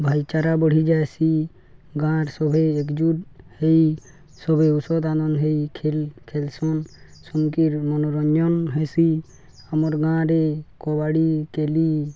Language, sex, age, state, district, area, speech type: Odia, male, 18-30, Odisha, Balangir, urban, spontaneous